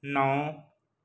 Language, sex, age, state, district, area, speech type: Punjabi, male, 60+, Punjab, Bathinda, rural, read